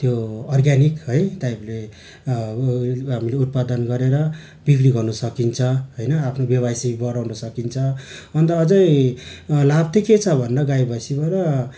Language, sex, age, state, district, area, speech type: Nepali, male, 30-45, West Bengal, Darjeeling, rural, spontaneous